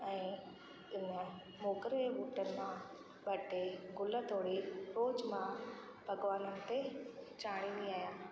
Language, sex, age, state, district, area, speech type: Sindhi, female, 30-45, Rajasthan, Ajmer, urban, spontaneous